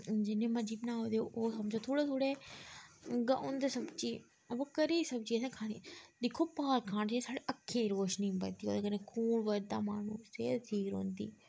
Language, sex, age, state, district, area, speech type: Dogri, female, 30-45, Jammu and Kashmir, Udhampur, rural, spontaneous